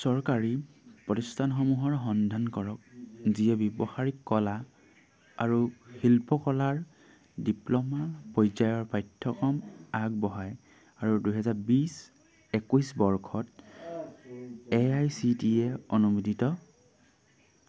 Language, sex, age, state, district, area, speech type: Assamese, male, 18-30, Assam, Dhemaji, rural, read